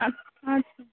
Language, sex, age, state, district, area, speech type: Kashmiri, other, 30-45, Jammu and Kashmir, Budgam, rural, conversation